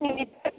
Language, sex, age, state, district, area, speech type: Assamese, female, 18-30, Assam, Majuli, urban, conversation